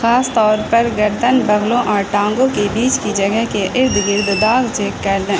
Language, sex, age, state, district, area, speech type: Urdu, female, 18-30, Bihar, Saharsa, rural, read